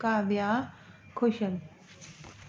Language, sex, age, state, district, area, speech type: Sindhi, female, 30-45, Delhi, South Delhi, urban, spontaneous